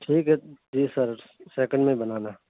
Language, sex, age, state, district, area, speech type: Urdu, male, 18-30, Uttar Pradesh, Saharanpur, urban, conversation